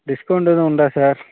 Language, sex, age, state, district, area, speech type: Tamil, male, 30-45, Tamil Nadu, Thoothukudi, rural, conversation